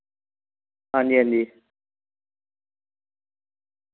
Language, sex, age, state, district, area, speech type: Dogri, male, 30-45, Jammu and Kashmir, Samba, rural, conversation